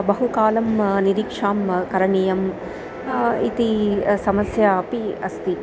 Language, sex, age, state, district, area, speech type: Sanskrit, female, 30-45, Andhra Pradesh, Chittoor, urban, spontaneous